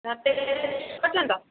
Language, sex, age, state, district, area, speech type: Odia, female, 18-30, Odisha, Nayagarh, rural, conversation